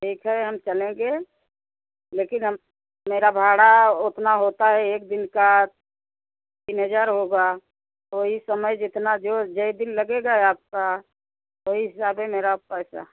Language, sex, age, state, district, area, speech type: Hindi, female, 60+, Uttar Pradesh, Jaunpur, rural, conversation